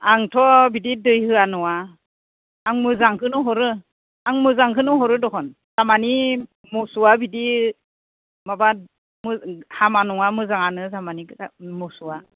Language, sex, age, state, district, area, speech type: Bodo, female, 45-60, Assam, Udalguri, rural, conversation